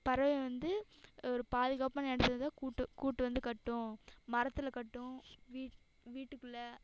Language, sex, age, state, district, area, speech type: Tamil, female, 18-30, Tamil Nadu, Namakkal, rural, spontaneous